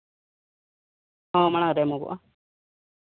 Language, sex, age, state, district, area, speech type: Santali, male, 30-45, Jharkhand, Seraikela Kharsawan, rural, conversation